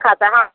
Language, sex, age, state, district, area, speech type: Hindi, female, 60+, Bihar, Muzaffarpur, rural, conversation